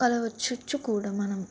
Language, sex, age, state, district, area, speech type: Telugu, female, 18-30, Telangana, Sangareddy, urban, spontaneous